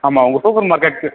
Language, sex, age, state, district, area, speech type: Tamil, male, 18-30, Tamil Nadu, Sivaganga, rural, conversation